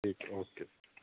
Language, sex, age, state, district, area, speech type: Punjabi, male, 18-30, Punjab, Fazilka, rural, conversation